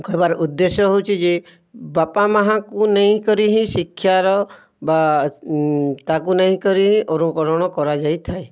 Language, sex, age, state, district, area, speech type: Odia, male, 30-45, Odisha, Kalahandi, rural, spontaneous